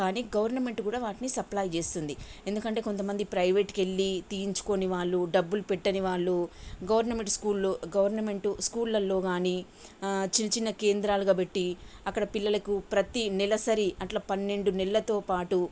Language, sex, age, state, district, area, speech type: Telugu, female, 45-60, Telangana, Sangareddy, urban, spontaneous